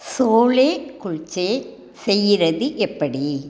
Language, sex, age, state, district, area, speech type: Tamil, female, 60+, Tamil Nadu, Tiruchirappalli, urban, read